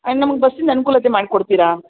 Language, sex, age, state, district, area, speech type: Kannada, female, 45-60, Karnataka, Dharwad, rural, conversation